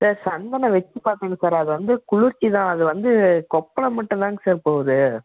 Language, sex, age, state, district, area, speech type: Tamil, male, 18-30, Tamil Nadu, Salem, rural, conversation